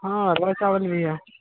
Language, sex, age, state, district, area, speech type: Hindi, male, 18-30, Bihar, Vaishali, rural, conversation